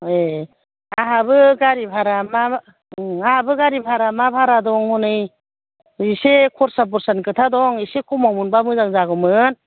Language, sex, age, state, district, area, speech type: Bodo, female, 45-60, Assam, Chirang, rural, conversation